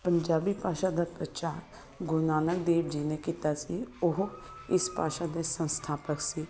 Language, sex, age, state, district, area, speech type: Punjabi, female, 30-45, Punjab, Shaheed Bhagat Singh Nagar, urban, spontaneous